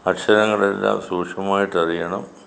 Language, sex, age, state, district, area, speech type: Malayalam, male, 60+, Kerala, Kollam, rural, spontaneous